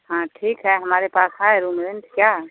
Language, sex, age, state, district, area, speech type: Hindi, female, 45-60, Bihar, Samastipur, rural, conversation